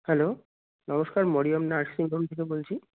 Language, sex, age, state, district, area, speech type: Bengali, male, 30-45, West Bengal, Darjeeling, urban, conversation